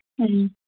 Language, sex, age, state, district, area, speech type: Manipuri, female, 60+, Manipur, Churachandpur, urban, conversation